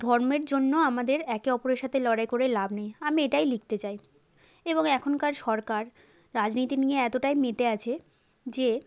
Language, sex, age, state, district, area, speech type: Bengali, female, 30-45, West Bengal, South 24 Parganas, rural, spontaneous